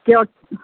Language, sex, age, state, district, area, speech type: Odia, female, 45-60, Odisha, Sundergarh, rural, conversation